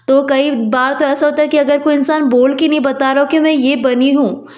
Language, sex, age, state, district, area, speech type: Hindi, female, 30-45, Madhya Pradesh, Betul, urban, spontaneous